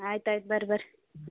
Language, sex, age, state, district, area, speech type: Kannada, female, 18-30, Karnataka, Gulbarga, urban, conversation